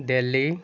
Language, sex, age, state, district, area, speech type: Bengali, male, 30-45, West Bengal, Birbhum, urban, spontaneous